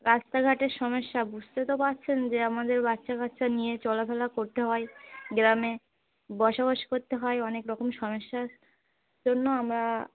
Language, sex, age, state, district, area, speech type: Bengali, female, 30-45, West Bengal, Darjeeling, urban, conversation